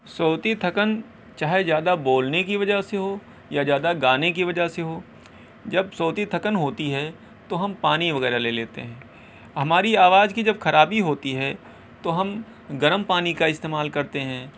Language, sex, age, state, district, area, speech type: Urdu, male, 30-45, Uttar Pradesh, Balrampur, rural, spontaneous